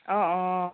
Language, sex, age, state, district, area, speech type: Assamese, female, 18-30, Assam, Sivasagar, rural, conversation